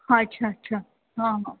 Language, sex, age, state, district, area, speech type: Marathi, female, 30-45, Maharashtra, Ahmednagar, urban, conversation